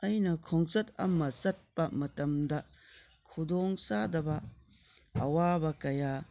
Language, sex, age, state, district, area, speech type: Manipuri, male, 45-60, Manipur, Tengnoupal, rural, spontaneous